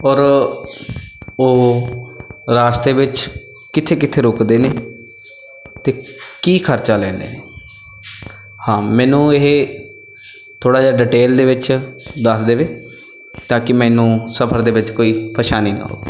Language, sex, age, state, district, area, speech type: Punjabi, male, 18-30, Punjab, Bathinda, rural, spontaneous